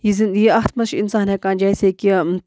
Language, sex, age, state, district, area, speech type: Kashmiri, female, 45-60, Jammu and Kashmir, Budgam, rural, spontaneous